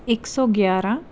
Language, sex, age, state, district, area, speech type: Punjabi, female, 30-45, Punjab, Mansa, urban, spontaneous